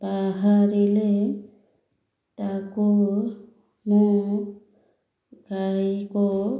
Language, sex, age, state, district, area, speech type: Odia, female, 30-45, Odisha, Ganjam, urban, spontaneous